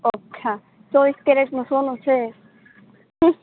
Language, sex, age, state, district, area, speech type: Gujarati, female, 30-45, Gujarat, Morbi, rural, conversation